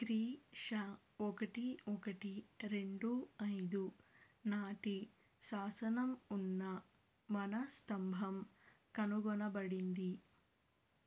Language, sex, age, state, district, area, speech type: Telugu, female, 30-45, Andhra Pradesh, Krishna, urban, read